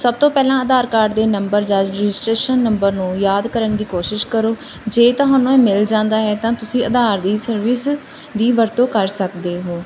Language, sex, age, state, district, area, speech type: Punjabi, female, 30-45, Punjab, Barnala, rural, spontaneous